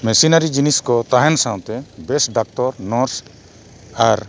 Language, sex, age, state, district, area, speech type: Santali, male, 45-60, Odisha, Mayurbhanj, rural, spontaneous